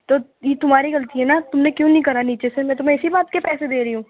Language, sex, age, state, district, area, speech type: Urdu, female, 45-60, Uttar Pradesh, Gautam Buddha Nagar, urban, conversation